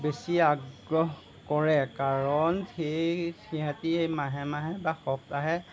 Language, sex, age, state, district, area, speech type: Assamese, male, 60+, Assam, Golaghat, rural, spontaneous